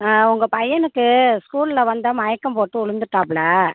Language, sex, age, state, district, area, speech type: Tamil, female, 45-60, Tamil Nadu, Tiruchirappalli, rural, conversation